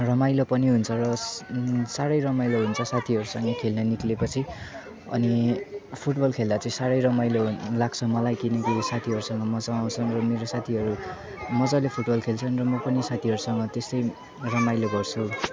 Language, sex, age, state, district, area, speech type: Nepali, male, 18-30, West Bengal, Kalimpong, rural, spontaneous